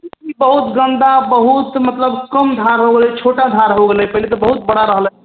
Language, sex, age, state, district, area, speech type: Maithili, female, 18-30, Bihar, Sitamarhi, rural, conversation